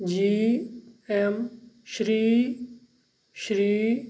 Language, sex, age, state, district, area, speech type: Kashmiri, male, 30-45, Jammu and Kashmir, Kupwara, urban, read